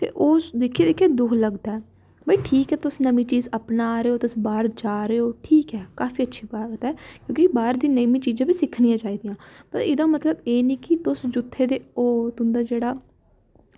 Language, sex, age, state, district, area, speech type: Dogri, female, 18-30, Jammu and Kashmir, Samba, urban, spontaneous